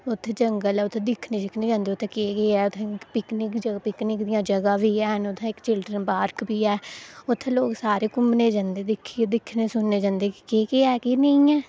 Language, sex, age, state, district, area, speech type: Dogri, female, 18-30, Jammu and Kashmir, Udhampur, rural, spontaneous